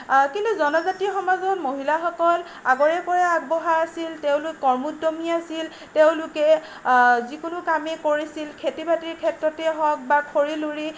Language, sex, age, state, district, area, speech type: Assamese, female, 60+, Assam, Nagaon, rural, spontaneous